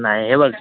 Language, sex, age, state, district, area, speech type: Marathi, male, 18-30, Maharashtra, Thane, urban, conversation